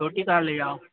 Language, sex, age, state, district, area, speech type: Hindi, male, 30-45, Madhya Pradesh, Harda, urban, conversation